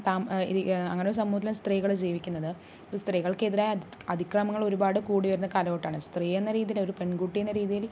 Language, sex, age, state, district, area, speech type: Malayalam, female, 30-45, Kerala, Palakkad, rural, spontaneous